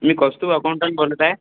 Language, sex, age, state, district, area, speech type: Marathi, male, 18-30, Maharashtra, Akola, rural, conversation